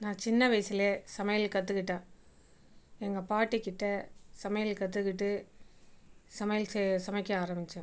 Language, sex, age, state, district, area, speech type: Tamil, female, 45-60, Tamil Nadu, Viluppuram, rural, spontaneous